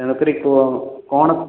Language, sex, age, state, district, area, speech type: Odia, male, 60+, Odisha, Khordha, rural, conversation